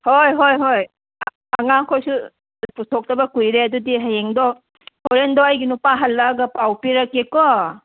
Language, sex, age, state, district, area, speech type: Manipuri, female, 30-45, Manipur, Senapati, rural, conversation